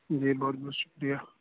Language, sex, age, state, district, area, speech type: Urdu, male, 18-30, Uttar Pradesh, Saharanpur, urban, conversation